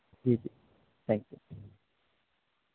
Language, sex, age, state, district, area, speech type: Urdu, male, 18-30, Delhi, North East Delhi, urban, conversation